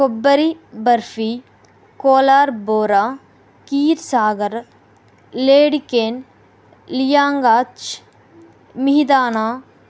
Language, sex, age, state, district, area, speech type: Telugu, female, 18-30, Andhra Pradesh, Kadapa, rural, spontaneous